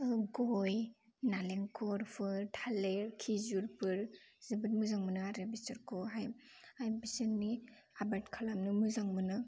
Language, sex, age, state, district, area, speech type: Bodo, female, 18-30, Assam, Kokrajhar, rural, spontaneous